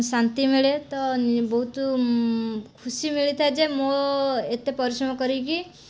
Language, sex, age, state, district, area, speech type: Odia, female, 18-30, Odisha, Jajpur, rural, spontaneous